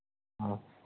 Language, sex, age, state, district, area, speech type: Kannada, male, 30-45, Karnataka, Vijayanagara, rural, conversation